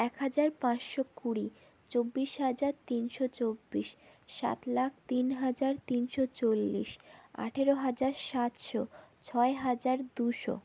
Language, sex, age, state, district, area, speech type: Bengali, female, 18-30, West Bengal, South 24 Parganas, rural, spontaneous